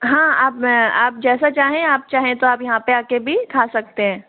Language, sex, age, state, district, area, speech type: Hindi, female, 45-60, Rajasthan, Jaipur, urban, conversation